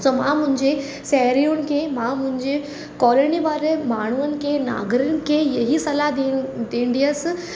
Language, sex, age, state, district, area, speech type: Sindhi, female, 18-30, Rajasthan, Ajmer, urban, spontaneous